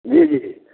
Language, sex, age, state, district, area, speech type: Hindi, male, 60+, Bihar, Muzaffarpur, rural, conversation